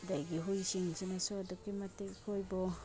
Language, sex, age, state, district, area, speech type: Manipuri, female, 30-45, Manipur, Imphal East, rural, spontaneous